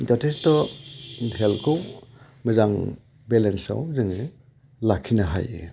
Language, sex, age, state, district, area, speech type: Bodo, male, 60+, Assam, Udalguri, urban, spontaneous